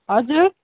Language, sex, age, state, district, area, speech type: Nepali, female, 30-45, West Bengal, Kalimpong, rural, conversation